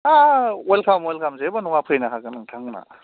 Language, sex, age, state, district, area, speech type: Bodo, male, 18-30, Assam, Chirang, rural, conversation